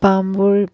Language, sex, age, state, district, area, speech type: Assamese, female, 60+, Assam, Dibrugarh, rural, spontaneous